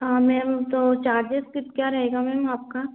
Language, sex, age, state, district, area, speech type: Hindi, female, 45-60, Madhya Pradesh, Gwalior, rural, conversation